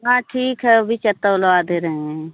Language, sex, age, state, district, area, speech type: Hindi, female, 45-60, Uttar Pradesh, Mau, rural, conversation